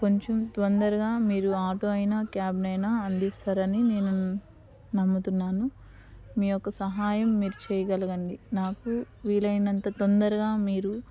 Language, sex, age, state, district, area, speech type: Telugu, female, 30-45, Andhra Pradesh, Nellore, urban, spontaneous